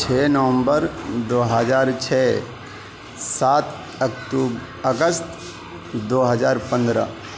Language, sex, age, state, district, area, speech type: Urdu, male, 18-30, Uttar Pradesh, Gautam Buddha Nagar, rural, spontaneous